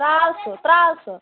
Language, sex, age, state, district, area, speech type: Kashmiri, female, 30-45, Jammu and Kashmir, Kulgam, rural, conversation